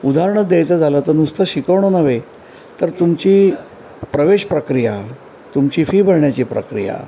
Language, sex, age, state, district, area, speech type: Marathi, male, 60+, Maharashtra, Mumbai Suburban, urban, spontaneous